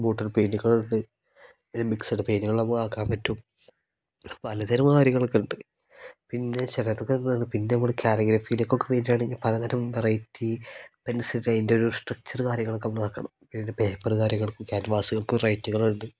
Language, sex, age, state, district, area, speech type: Malayalam, male, 18-30, Kerala, Kozhikode, rural, spontaneous